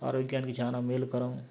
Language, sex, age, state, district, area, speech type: Telugu, male, 45-60, Telangana, Nalgonda, rural, spontaneous